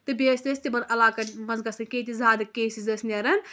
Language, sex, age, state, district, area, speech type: Kashmiri, female, 30-45, Jammu and Kashmir, Anantnag, rural, spontaneous